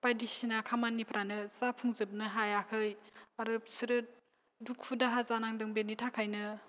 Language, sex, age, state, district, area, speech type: Bodo, female, 18-30, Assam, Kokrajhar, rural, spontaneous